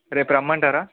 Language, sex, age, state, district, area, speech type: Telugu, male, 18-30, Telangana, Ranga Reddy, urban, conversation